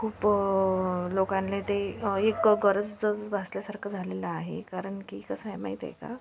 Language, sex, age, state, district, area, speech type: Marathi, female, 45-60, Maharashtra, Washim, rural, spontaneous